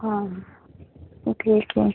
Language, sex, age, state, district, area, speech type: Marathi, female, 18-30, Maharashtra, Buldhana, rural, conversation